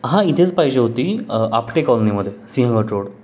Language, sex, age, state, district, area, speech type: Marathi, male, 18-30, Maharashtra, Pune, urban, spontaneous